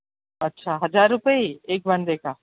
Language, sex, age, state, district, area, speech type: Hindi, female, 45-60, Rajasthan, Jodhpur, urban, conversation